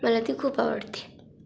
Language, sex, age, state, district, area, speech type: Marathi, female, 18-30, Maharashtra, Kolhapur, rural, spontaneous